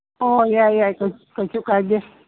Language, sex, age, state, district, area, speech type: Manipuri, female, 60+, Manipur, Imphal East, rural, conversation